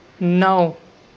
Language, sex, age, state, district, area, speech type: Urdu, male, 18-30, Maharashtra, Nashik, urban, read